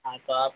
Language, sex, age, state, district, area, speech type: Hindi, male, 30-45, Madhya Pradesh, Harda, urban, conversation